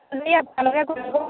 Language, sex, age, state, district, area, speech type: Assamese, female, 18-30, Assam, Majuli, urban, conversation